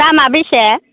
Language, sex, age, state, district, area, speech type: Bodo, female, 60+, Assam, Chirang, rural, conversation